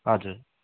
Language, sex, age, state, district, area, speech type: Nepali, male, 30-45, West Bengal, Kalimpong, rural, conversation